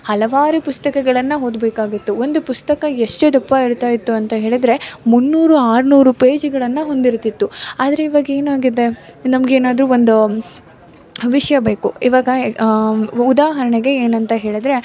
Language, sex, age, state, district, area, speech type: Kannada, female, 18-30, Karnataka, Mysore, rural, spontaneous